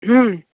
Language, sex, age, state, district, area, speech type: Odia, female, 60+, Odisha, Jharsuguda, rural, conversation